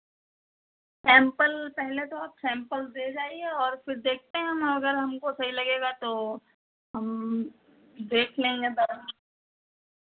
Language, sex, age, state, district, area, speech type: Hindi, female, 30-45, Uttar Pradesh, Sitapur, rural, conversation